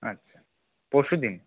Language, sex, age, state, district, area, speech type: Bengali, male, 18-30, West Bengal, Paschim Bardhaman, rural, conversation